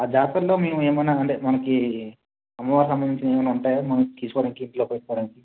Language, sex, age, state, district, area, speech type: Telugu, male, 45-60, Andhra Pradesh, Vizianagaram, rural, conversation